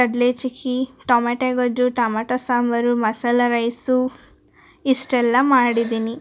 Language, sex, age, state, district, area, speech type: Kannada, female, 18-30, Karnataka, Koppal, rural, spontaneous